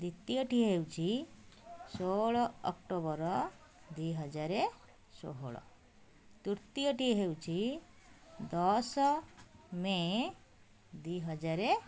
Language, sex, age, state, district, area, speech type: Odia, female, 45-60, Odisha, Puri, urban, spontaneous